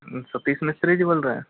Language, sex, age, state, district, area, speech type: Hindi, male, 30-45, Rajasthan, Karauli, rural, conversation